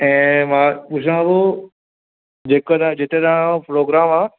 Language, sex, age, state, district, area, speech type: Sindhi, male, 18-30, Maharashtra, Thane, urban, conversation